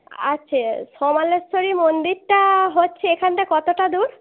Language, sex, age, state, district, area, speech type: Bengali, female, 18-30, West Bengal, Birbhum, urban, conversation